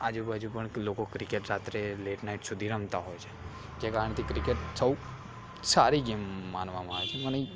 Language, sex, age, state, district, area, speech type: Gujarati, male, 18-30, Gujarat, Aravalli, urban, spontaneous